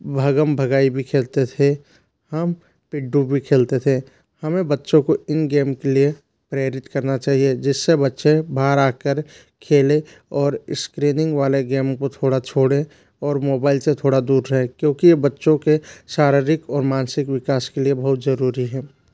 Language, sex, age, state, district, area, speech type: Hindi, male, 30-45, Madhya Pradesh, Bhopal, urban, spontaneous